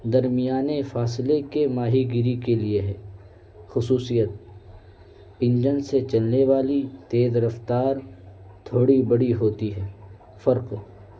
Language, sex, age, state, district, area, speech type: Urdu, male, 18-30, Uttar Pradesh, Balrampur, rural, spontaneous